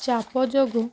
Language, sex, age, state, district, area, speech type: Odia, female, 18-30, Odisha, Rayagada, rural, spontaneous